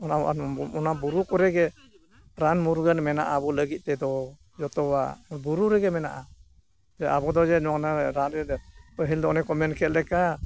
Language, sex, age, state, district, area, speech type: Santali, male, 60+, Odisha, Mayurbhanj, rural, spontaneous